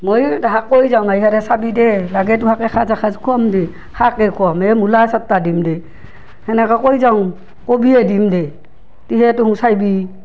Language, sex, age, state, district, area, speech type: Assamese, female, 30-45, Assam, Barpeta, rural, spontaneous